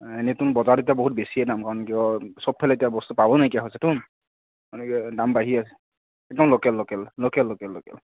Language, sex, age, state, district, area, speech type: Assamese, male, 18-30, Assam, Nagaon, rural, conversation